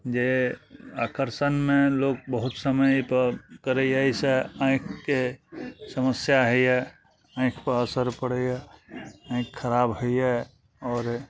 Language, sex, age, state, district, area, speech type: Maithili, male, 45-60, Bihar, Araria, rural, spontaneous